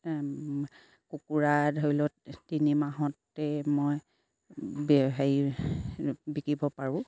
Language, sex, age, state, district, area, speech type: Assamese, female, 30-45, Assam, Sivasagar, rural, spontaneous